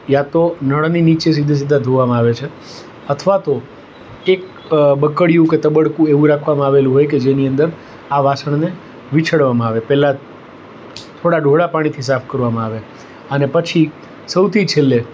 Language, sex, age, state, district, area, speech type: Gujarati, male, 45-60, Gujarat, Rajkot, urban, spontaneous